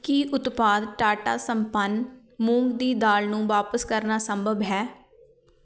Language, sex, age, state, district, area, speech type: Punjabi, female, 18-30, Punjab, Fatehgarh Sahib, rural, read